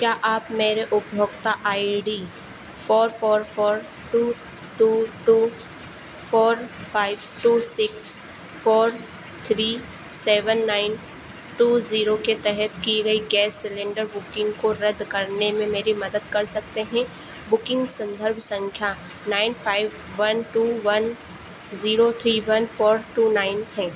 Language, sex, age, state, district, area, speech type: Hindi, female, 18-30, Madhya Pradesh, Harda, rural, read